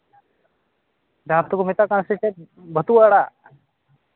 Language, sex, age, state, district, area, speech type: Santali, male, 18-30, West Bengal, Malda, rural, conversation